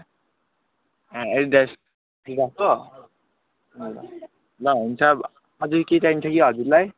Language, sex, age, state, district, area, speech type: Nepali, male, 18-30, West Bengal, Alipurduar, urban, conversation